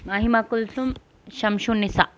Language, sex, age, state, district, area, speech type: Tamil, female, 30-45, Tamil Nadu, Krishnagiri, rural, spontaneous